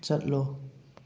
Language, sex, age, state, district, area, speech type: Manipuri, male, 18-30, Manipur, Thoubal, rural, read